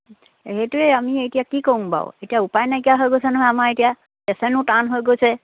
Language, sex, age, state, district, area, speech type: Assamese, female, 60+, Assam, Dibrugarh, rural, conversation